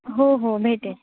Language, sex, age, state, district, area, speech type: Marathi, female, 18-30, Maharashtra, Sindhudurg, rural, conversation